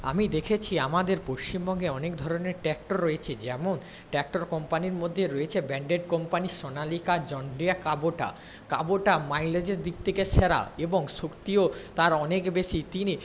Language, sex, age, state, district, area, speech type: Bengali, male, 18-30, West Bengal, Paschim Medinipur, rural, spontaneous